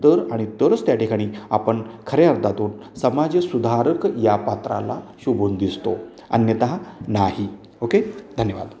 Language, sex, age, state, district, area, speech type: Marathi, male, 60+, Maharashtra, Satara, urban, spontaneous